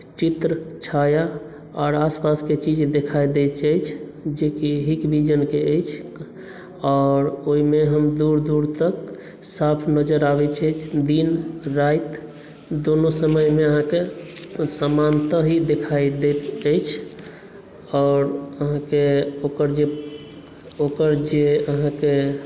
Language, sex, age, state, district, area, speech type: Maithili, male, 18-30, Bihar, Madhubani, rural, spontaneous